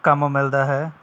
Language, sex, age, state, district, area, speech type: Punjabi, male, 30-45, Punjab, Bathinda, rural, spontaneous